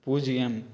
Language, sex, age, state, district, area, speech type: Tamil, male, 18-30, Tamil Nadu, Tiruchirappalli, rural, read